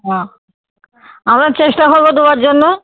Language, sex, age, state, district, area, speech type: Bengali, female, 30-45, West Bengal, Uttar Dinajpur, urban, conversation